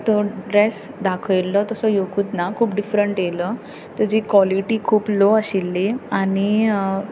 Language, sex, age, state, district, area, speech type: Goan Konkani, female, 18-30, Goa, Tiswadi, rural, spontaneous